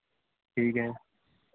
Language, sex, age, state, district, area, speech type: Hindi, male, 30-45, Madhya Pradesh, Harda, urban, conversation